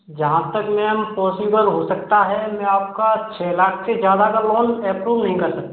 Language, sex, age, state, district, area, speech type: Hindi, male, 18-30, Madhya Pradesh, Gwalior, urban, conversation